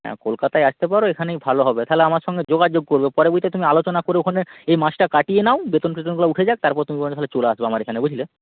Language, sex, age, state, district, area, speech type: Bengali, male, 18-30, West Bengal, North 24 Parganas, rural, conversation